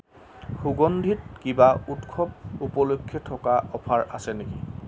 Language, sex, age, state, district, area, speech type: Assamese, male, 30-45, Assam, Jorhat, urban, read